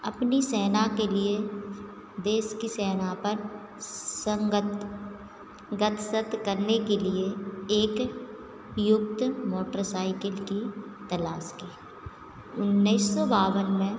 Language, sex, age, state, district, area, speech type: Hindi, female, 45-60, Madhya Pradesh, Hoshangabad, rural, spontaneous